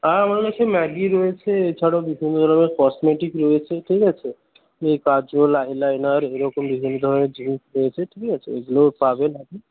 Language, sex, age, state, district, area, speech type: Bengali, male, 18-30, West Bengal, Paschim Medinipur, rural, conversation